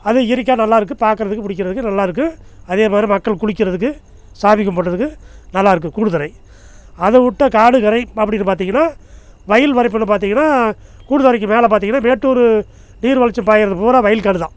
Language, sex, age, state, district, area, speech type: Tamil, male, 60+, Tamil Nadu, Namakkal, rural, spontaneous